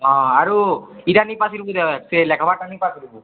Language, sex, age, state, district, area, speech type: Odia, male, 18-30, Odisha, Balangir, urban, conversation